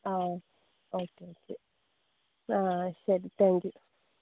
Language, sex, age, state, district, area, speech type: Malayalam, female, 18-30, Kerala, Palakkad, rural, conversation